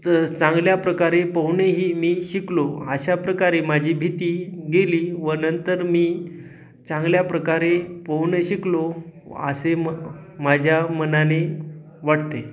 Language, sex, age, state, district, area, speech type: Marathi, male, 30-45, Maharashtra, Hingoli, urban, spontaneous